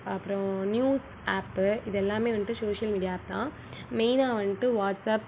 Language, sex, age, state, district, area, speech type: Tamil, female, 18-30, Tamil Nadu, Madurai, rural, spontaneous